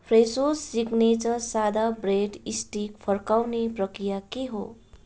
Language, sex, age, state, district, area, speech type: Nepali, female, 30-45, West Bengal, Darjeeling, rural, read